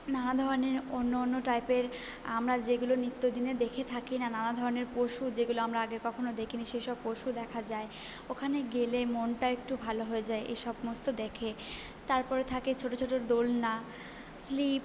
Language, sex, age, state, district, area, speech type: Bengali, female, 18-30, West Bengal, Purba Bardhaman, urban, spontaneous